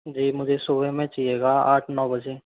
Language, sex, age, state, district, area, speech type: Hindi, male, 30-45, Rajasthan, Karauli, rural, conversation